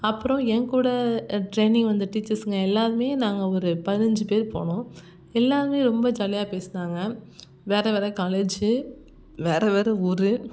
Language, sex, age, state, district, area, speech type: Tamil, female, 18-30, Tamil Nadu, Thanjavur, rural, spontaneous